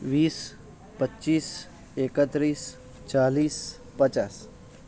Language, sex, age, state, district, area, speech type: Gujarati, male, 18-30, Gujarat, Anand, urban, spontaneous